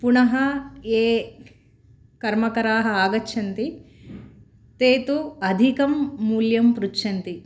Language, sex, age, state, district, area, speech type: Sanskrit, female, 45-60, Telangana, Bhadradri Kothagudem, urban, spontaneous